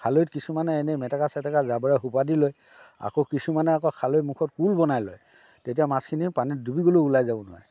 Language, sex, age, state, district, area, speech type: Assamese, male, 60+, Assam, Dhemaji, rural, spontaneous